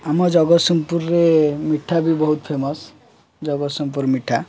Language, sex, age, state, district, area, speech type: Odia, male, 18-30, Odisha, Jagatsinghpur, urban, spontaneous